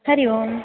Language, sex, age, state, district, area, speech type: Sanskrit, female, 30-45, Kerala, Kasaragod, rural, conversation